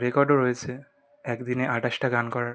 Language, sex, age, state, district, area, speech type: Bengali, male, 18-30, West Bengal, North 24 Parganas, urban, spontaneous